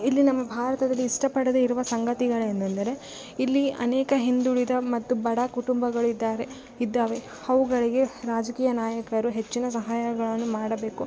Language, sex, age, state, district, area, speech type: Kannada, female, 18-30, Karnataka, Bellary, rural, spontaneous